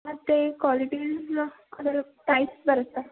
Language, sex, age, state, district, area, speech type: Kannada, female, 18-30, Karnataka, Belgaum, rural, conversation